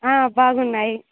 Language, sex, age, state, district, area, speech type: Telugu, female, 18-30, Andhra Pradesh, Sri Balaji, rural, conversation